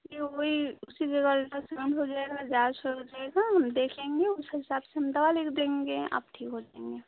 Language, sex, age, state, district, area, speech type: Hindi, female, 30-45, Uttar Pradesh, Chandauli, rural, conversation